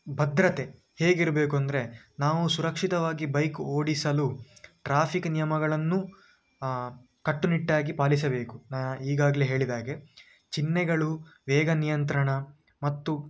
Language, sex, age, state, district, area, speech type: Kannada, male, 18-30, Karnataka, Dakshina Kannada, urban, spontaneous